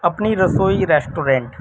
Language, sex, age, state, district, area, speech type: Urdu, male, 18-30, Delhi, Central Delhi, urban, spontaneous